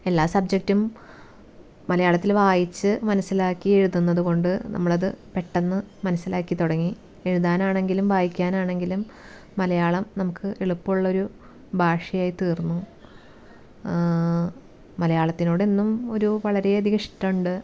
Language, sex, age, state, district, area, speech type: Malayalam, female, 30-45, Kerala, Thrissur, rural, spontaneous